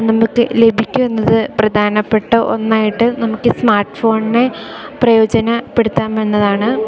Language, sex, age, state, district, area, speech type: Malayalam, female, 18-30, Kerala, Idukki, rural, spontaneous